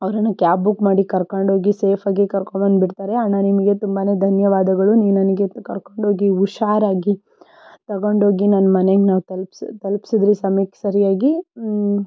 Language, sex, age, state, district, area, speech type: Kannada, female, 18-30, Karnataka, Tumkur, rural, spontaneous